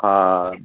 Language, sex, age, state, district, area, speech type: Sindhi, male, 45-60, Maharashtra, Thane, urban, conversation